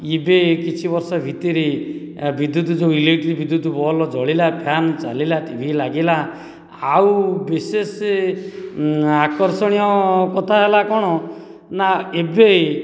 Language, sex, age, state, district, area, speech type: Odia, male, 45-60, Odisha, Dhenkanal, rural, spontaneous